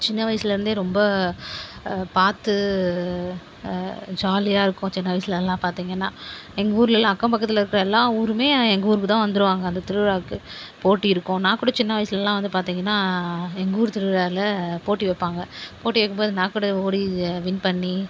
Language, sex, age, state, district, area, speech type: Tamil, female, 30-45, Tamil Nadu, Viluppuram, rural, spontaneous